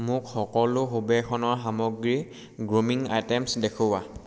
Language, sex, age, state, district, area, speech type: Assamese, male, 18-30, Assam, Sivasagar, rural, read